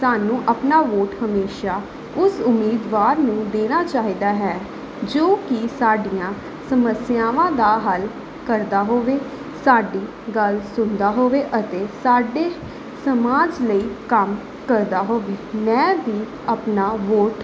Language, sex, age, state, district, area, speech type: Punjabi, female, 18-30, Punjab, Pathankot, urban, spontaneous